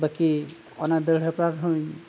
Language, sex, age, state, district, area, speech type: Santali, male, 45-60, Odisha, Mayurbhanj, rural, spontaneous